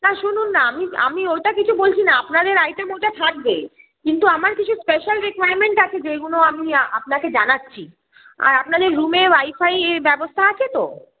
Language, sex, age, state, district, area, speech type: Bengali, female, 30-45, West Bengal, Hooghly, urban, conversation